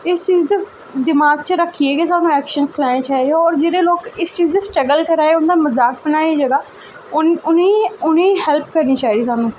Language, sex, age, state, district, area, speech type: Dogri, female, 18-30, Jammu and Kashmir, Jammu, rural, spontaneous